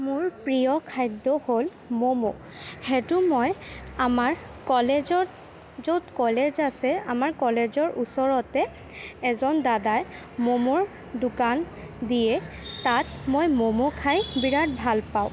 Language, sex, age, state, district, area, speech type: Assamese, female, 18-30, Assam, Kamrup Metropolitan, urban, spontaneous